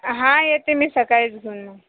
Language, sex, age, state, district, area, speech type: Marathi, female, 18-30, Maharashtra, Buldhana, rural, conversation